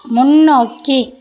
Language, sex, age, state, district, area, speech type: Tamil, female, 60+, Tamil Nadu, Mayiladuthurai, rural, read